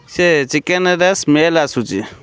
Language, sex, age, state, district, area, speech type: Odia, male, 30-45, Odisha, Kendrapara, urban, spontaneous